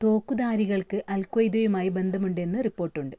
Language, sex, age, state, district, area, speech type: Malayalam, female, 30-45, Kerala, Kasaragod, rural, read